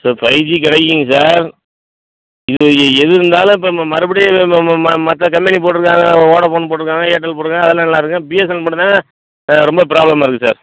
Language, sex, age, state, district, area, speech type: Tamil, male, 45-60, Tamil Nadu, Madurai, rural, conversation